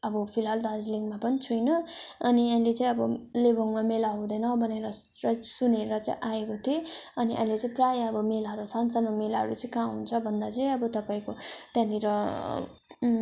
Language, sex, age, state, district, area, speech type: Nepali, female, 18-30, West Bengal, Darjeeling, rural, spontaneous